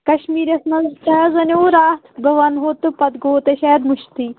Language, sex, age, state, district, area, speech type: Kashmiri, female, 18-30, Jammu and Kashmir, Pulwama, rural, conversation